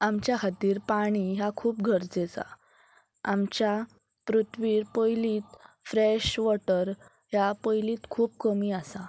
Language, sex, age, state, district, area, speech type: Goan Konkani, female, 18-30, Goa, Pernem, rural, spontaneous